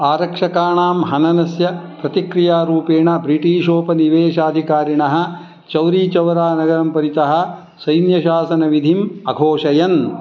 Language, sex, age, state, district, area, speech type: Sanskrit, male, 60+, Karnataka, Shimoga, rural, read